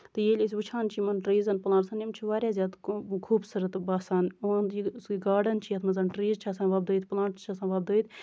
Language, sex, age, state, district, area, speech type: Kashmiri, female, 30-45, Jammu and Kashmir, Baramulla, rural, spontaneous